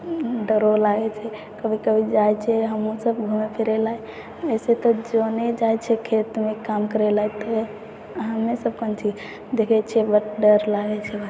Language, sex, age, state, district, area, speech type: Maithili, female, 18-30, Bihar, Purnia, rural, spontaneous